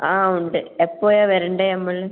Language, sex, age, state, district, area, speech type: Malayalam, female, 18-30, Kerala, Kannur, rural, conversation